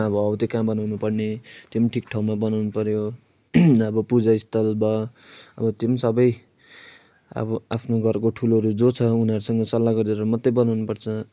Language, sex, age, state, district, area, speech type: Nepali, male, 18-30, West Bengal, Darjeeling, rural, spontaneous